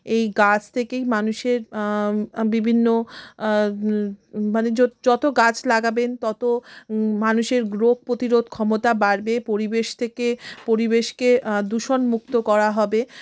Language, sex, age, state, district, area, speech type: Bengali, female, 45-60, West Bengal, South 24 Parganas, rural, spontaneous